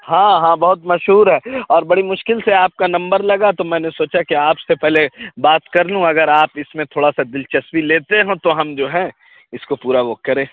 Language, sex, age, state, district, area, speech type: Urdu, male, 45-60, Uttar Pradesh, Lucknow, urban, conversation